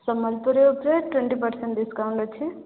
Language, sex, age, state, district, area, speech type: Odia, female, 18-30, Odisha, Subarnapur, urban, conversation